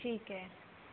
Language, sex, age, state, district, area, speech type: Punjabi, female, 18-30, Punjab, Mohali, rural, conversation